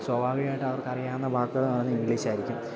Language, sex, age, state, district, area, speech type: Malayalam, male, 18-30, Kerala, Idukki, rural, spontaneous